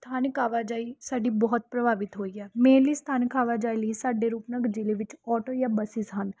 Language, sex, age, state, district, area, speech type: Punjabi, female, 18-30, Punjab, Rupnagar, urban, spontaneous